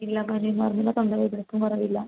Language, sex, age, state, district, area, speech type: Malayalam, female, 18-30, Kerala, Kasaragod, rural, conversation